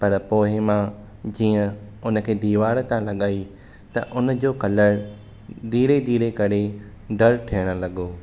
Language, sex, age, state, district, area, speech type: Sindhi, male, 18-30, Maharashtra, Thane, urban, spontaneous